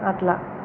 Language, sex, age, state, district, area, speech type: Telugu, female, 30-45, Telangana, Jagtial, rural, spontaneous